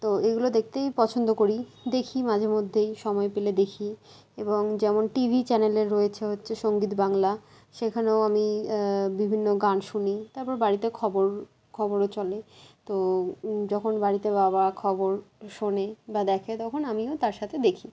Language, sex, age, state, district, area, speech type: Bengali, female, 30-45, West Bengal, Malda, rural, spontaneous